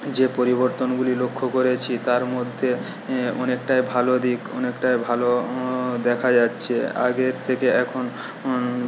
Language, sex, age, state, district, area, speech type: Bengali, male, 18-30, West Bengal, Paschim Medinipur, rural, spontaneous